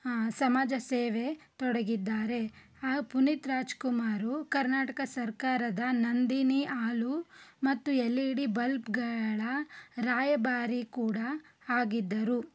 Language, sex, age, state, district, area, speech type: Kannada, female, 30-45, Karnataka, Davanagere, urban, spontaneous